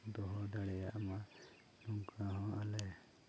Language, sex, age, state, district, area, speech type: Santali, male, 30-45, Jharkhand, Pakur, rural, spontaneous